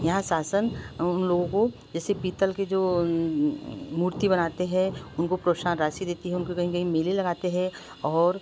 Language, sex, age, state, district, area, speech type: Hindi, female, 60+, Madhya Pradesh, Betul, urban, spontaneous